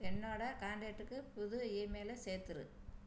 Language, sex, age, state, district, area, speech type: Tamil, female, 45-60, Tamil Nadu, Tiruchirappalli, rural, read